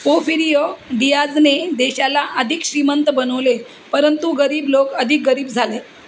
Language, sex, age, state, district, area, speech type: Marathi, female, 45-60, Maharashtra, Jalna, urban, read